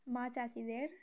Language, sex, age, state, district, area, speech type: Bengali, female, 18-30, West Bengal, Uttar Dinajpur, urban, spontaneous